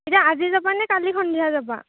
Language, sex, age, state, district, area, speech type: Assamese, female, 30-45, Assam, Nagaon, rural, conversation